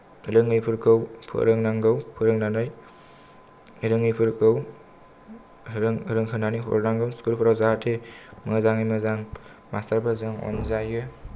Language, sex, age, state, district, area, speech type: Bodo, male, 18-30, Assam, Kokrajhar, rural, spontaneous